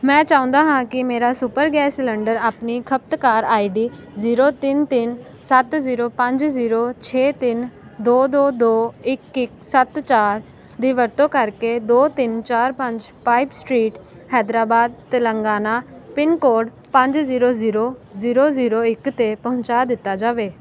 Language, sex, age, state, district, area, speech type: Punjabi, female, 18-30, Punjab, Ludhiana, rural, read